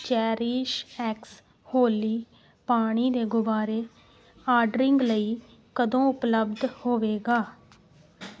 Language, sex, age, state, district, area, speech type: Punjabi, female, 18-30, Punjab, Amritsar, urban, read